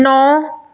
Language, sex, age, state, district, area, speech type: Punjabi, female, 30-45, Punjab, Tarn Taran, rural, read